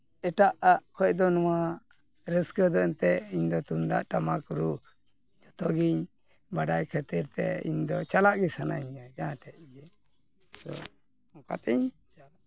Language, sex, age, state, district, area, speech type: Santali, male, 45-60, West Bengal, Malda, rural, spontaneous